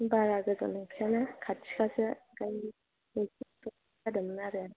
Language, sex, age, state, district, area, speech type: Bodo, female, 30-45, Assam, Chirang, rural, conversation